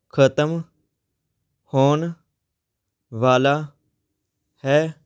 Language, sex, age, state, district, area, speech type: Punjabi, male, 18-30, Punjab, Patiala, urban, read